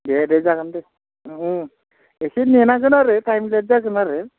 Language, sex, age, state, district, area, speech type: Bodo, male, 45-60, Assam, Udalguri, rural, conversation